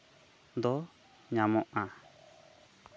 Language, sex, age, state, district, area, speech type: Santali, male, 30-45, Jharkhand, East Singhbhum, rural, spontaneous